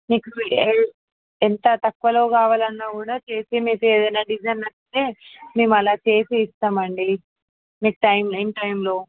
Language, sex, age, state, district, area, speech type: Telugu, female, 18-30, Andhra Pradesh, Visakhapatnam, urban, conversation